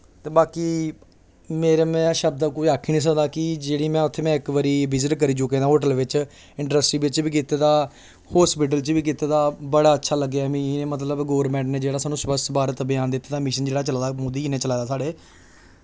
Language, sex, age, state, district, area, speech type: Dogri, male, 18-30, Jammu and Kashmir, Samba, rural, spontaneous